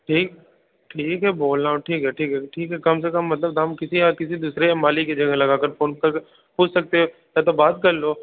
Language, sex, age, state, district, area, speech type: Hindi, male, 18-30, Uttar Pradesh, Bhadohi, urban, conversation